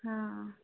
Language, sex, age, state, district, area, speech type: Odia, female, 60+, Odisha, Jharsuguda, rural, conversation